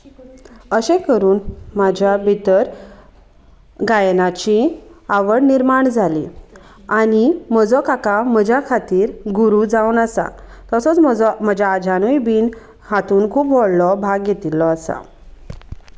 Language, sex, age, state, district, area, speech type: Goan Konkani, female, 30-45, Goa, Sanguem, rural, spontaneous